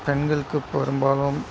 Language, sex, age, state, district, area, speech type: Tamil, male, 30-45, Tamil Nadu, Sivaganga, rural, spontaneous